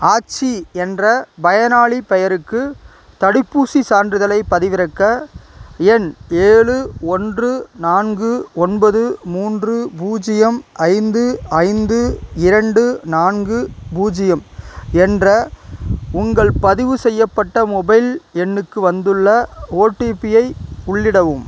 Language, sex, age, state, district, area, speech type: Tamil, male, 18-30, Tamil Nadu, Tiruchirappalli, rural, read